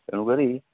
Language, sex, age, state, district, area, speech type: Odia, male, 45-60, Odisha, Sambalpur, rural, conversation